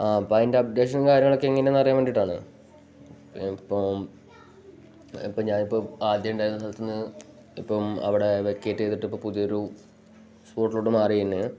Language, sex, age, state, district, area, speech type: Malayalam, male, 18-30, Kerala, Wayanad, rural, spontaneous